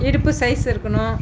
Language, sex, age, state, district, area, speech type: Tamil, female, 60+, Tamil Nadu, Viluppuram, rural, spontaneous